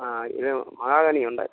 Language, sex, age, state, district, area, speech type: Malayalam, male, 45-60, Kerala, Kottayam, rural, conversation